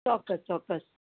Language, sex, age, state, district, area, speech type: Gujarati, female, 60+, Gujarat, Surat, urban, conversation